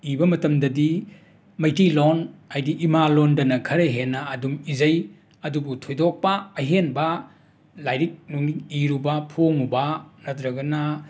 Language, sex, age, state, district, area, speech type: Manipuri, male, 60+, Manipur, Imphal West, urban, spontaneous